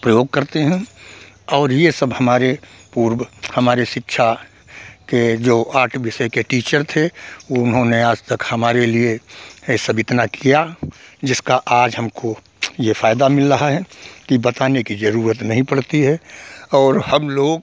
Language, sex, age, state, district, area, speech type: Hindi, male, 60+, Uttar Pradesh, Hardoi, rural, spontaneous